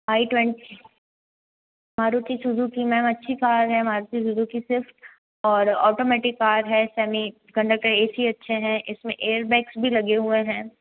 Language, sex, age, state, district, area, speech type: Hindi, female, 18-30, Rajasthan, Jodhpur, urban, conversation